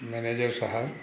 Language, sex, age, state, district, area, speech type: Sindhi, male, 60+, Uttar Pradesh, Lucknow, urban, spontaneous